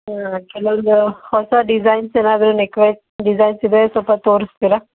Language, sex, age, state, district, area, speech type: Kannada, female, 30-45, Karnataka, Bidar, urban, conversation